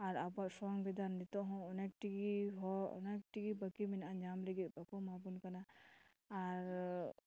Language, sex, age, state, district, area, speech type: Santali, female, 30-45, West Bengal, Dakshin Dinajpur, rural, spontaneous